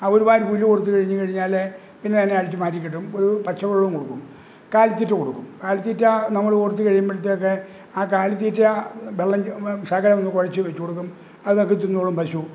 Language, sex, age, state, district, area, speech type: Malayalam, male, 60+, Kerala, Kottayam, rural, spontaneous